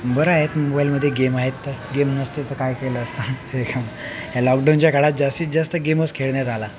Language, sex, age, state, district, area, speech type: Marathi, male, 18-30, Maharashtra, Akola, rural, spontaneous